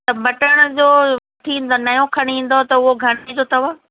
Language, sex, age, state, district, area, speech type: Sindhi, female, 45-60, Delhi, South Delhi, urban, conversation